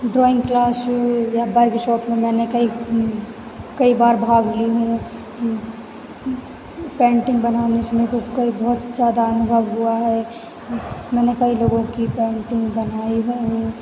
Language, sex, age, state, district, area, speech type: Hindi, female, 18-30, Madhya Pradesh, Hoshangabad, rural, spontaneous